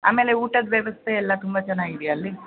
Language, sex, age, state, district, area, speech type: Kannada, female, 45-60, Karnataka, Shimoga, urban, conversation